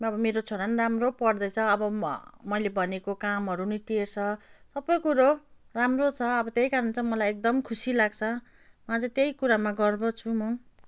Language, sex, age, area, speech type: Nepali, female, 30-45, rural, spontaneous